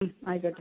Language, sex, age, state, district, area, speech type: Malayalam, female, 30-45, Kerala, Ernakulam, urban, conversation